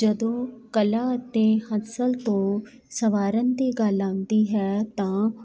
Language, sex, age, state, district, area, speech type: Punjabi, female, 45-60, Punjab, Jalandhar, urban, spontaneous